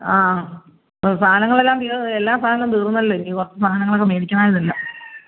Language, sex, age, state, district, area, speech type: Malayalam, female, 45-60, Kerala, Kottayam, rural, conversation